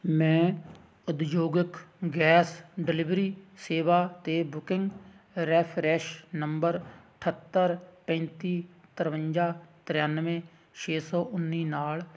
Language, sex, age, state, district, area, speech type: Punjabi, male, 45-60, Punjab, Hoshiarpur, rural, read